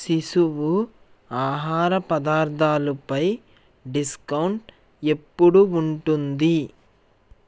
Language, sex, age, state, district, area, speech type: Telugu, male, 18-30, Andhra Pradesh, Eluru, rural, read